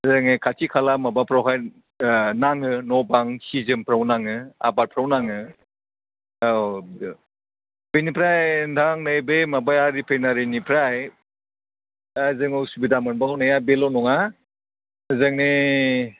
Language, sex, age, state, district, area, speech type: Bodo, male, 60+, Assam, Chirang, urban, conversation